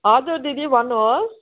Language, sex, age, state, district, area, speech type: Nepali, female, 45-60, West Bengal, Darjeeling, rural, conversation